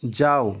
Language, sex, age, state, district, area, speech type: Bengali, male, 30-45, West Bengal, North 24 Parganas, rural, read